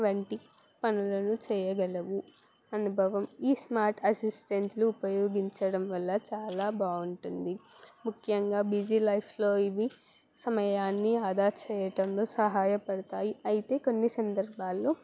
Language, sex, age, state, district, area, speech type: Telugu, female, 18-30, Telangana, Jangaon, urban, spontaneous